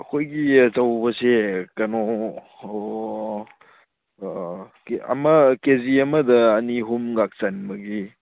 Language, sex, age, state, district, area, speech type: Manipuri, male, 18-30, Manipur, Kakching, rural, conversation